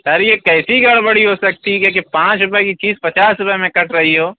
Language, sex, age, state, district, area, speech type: Urdu, male, 30-45, Uttar Pradesh, Lucknow, rural, conversation